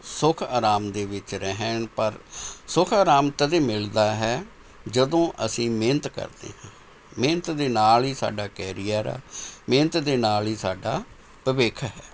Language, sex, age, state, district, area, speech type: Punjabi, male, 60+, Punjab, Mohali, urban, spontaneous